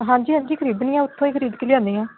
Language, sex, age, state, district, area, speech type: Punjabi, female, 18-30, Punjab, Shaheed Bhagat Singh Nagar, urban, conversation